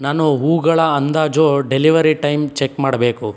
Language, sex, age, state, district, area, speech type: Kannada, male, 18-30, Karnataka, Chikkaballapur, urban, read